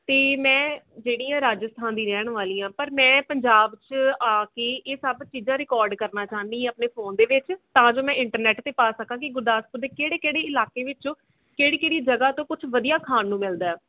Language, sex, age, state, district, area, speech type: Punjabi, female, 18-30, Punjab, Gurdaspur, rural, conversation